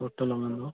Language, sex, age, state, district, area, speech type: Sindhi, male, 30-45, Maharashtra, Thane, urban, conversation